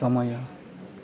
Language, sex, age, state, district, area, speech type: Nepali, male, 30-45, West Bengal, Darjeeling, rural, read